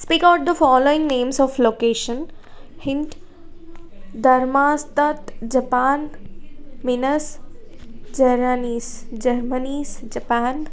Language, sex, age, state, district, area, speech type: Telugu, female, 18-30, Telangana, Jagtial, rural, spontaneous